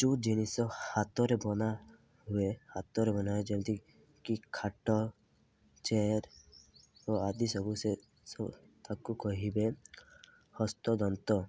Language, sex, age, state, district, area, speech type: Odia, male, 18-30, Odisha, Malkangiri, urban, spontaneous